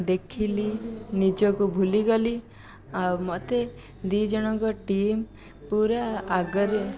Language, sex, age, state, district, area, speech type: Odia, female, 18-30, Odisha, Jajpur, rural, spontaneous